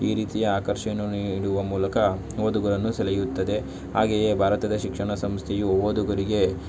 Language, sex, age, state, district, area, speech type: Kannada, male, 18-30, Karnataka, Tumkur, rural, spontaneous